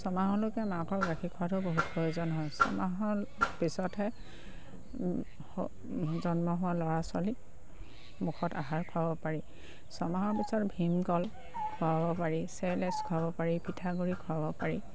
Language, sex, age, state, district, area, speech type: Assamese, female, 30-45, Assam, Sivasagar, rural, spontaneous